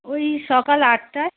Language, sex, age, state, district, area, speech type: Bengali, female, 30-45, West Bengal, Darjeeling, rural, conversation